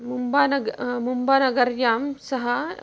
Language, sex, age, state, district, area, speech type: Sanskrit, female, 30-45, Maharashtra, Nagpur, urban, spontaneous